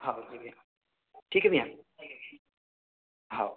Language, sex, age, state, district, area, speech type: Hindi, male, 60+, Madhya Pradesh, Balaghat, rural, conversation